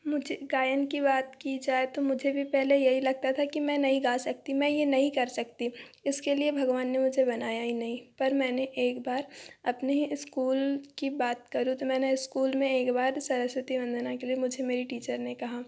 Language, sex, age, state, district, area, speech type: Hindi, female, 30-45, Madhya Pradesh, Balaghat, rural, spontaneous